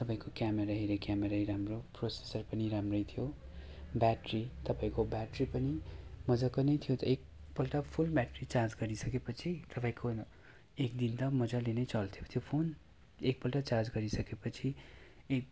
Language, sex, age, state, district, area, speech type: Nepali, male, 30-45, West Bengal, Kalimpong, rural, spontaneous